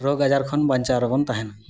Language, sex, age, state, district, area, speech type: Santali, male, 30-45, West Bengal, Purulia, rural, spontaneous